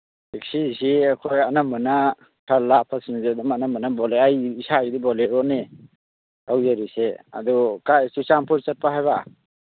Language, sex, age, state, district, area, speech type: Manipuri, male, 30-45, Manipur, Churachandpur, rural, conversation